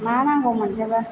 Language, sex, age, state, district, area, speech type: Bodo, female, 30-45, Assam, Chirang, rural, spontaneous